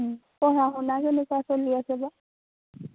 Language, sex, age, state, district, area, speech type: Assamese, female, 18-30, Assam, Darrang, rural, conversation